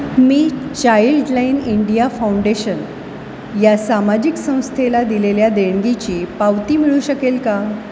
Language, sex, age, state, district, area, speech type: Marathi, female, 45-60, Maharashtra, Mumbai Suburban, urban, read